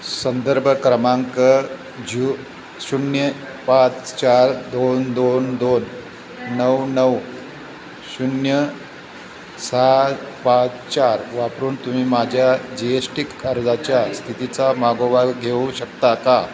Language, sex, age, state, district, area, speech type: Marathi, male, 60+, Maharashtra, Satara, rural, read